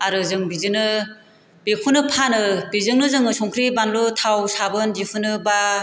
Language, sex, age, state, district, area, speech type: Bodo, female, 45-60, Assam, Chirang, rural, spontaneous